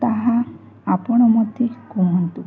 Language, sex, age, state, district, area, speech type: Odia, female, 18-30, Odisha, Balangir, urban, spontaneous